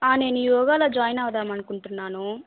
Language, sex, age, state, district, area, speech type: Telugu, female, 18-30, Andhra Pradesh, Kadapa, rural, conversation